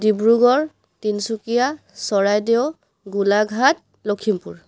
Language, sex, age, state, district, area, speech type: Assamese, female, 30-45, Assam, Charaideo, urban, spontaneous